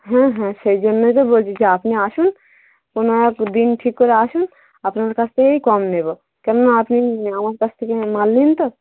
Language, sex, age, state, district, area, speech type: Bengali, female, 18-30, West Bengal, Dakshin Dinajpur, urban, conversation